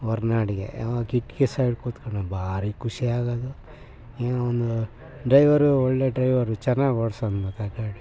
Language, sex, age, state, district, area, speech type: Kannada, male, 60+, Karnataka, Mysore, rural, spontaneous